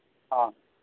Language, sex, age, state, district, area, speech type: Santali, male, 30-45, Jharkhand, East Singhbhum, rural, conversation